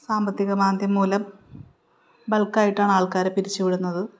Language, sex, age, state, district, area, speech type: Malayalam, female, 30-45, Kerala, Palakkad, rural, spontaneous